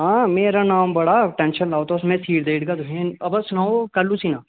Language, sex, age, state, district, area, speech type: Dogri, male, 18-30, Jammu and Kashmir, Reasi, rural, conversation